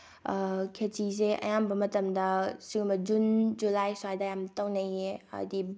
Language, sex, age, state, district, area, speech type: Manipuri, female, 18-30, Manipur, Bishnupur, rural, spontaneous